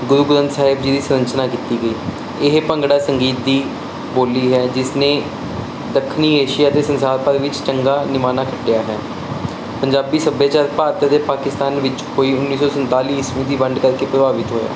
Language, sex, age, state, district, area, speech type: Punjabi, male, 30-45, Punjab, Mansa, urban, spontaneous